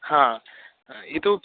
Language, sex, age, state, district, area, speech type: Sanskrit, male, 18-30, Odisha, Bargarh, rural, conversation